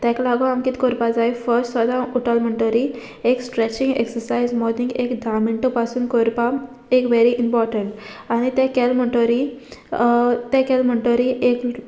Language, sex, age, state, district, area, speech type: Goan Konkani, female, 18-30, Goa, Murmgao, rural, spontaneous